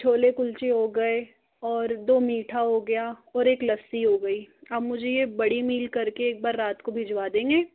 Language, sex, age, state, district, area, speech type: Hindi, female, 30-45, Rajasthan, Jaipur, urban, conversation